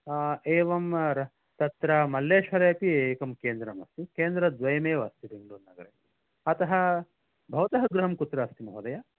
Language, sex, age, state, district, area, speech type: Sanskrit, male, 45-60, Karnataka, Bangalore Urban, urban, conversation